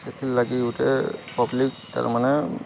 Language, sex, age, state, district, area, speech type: Odia, male, 18-30, Odisha, Balangir, urban, spontaneous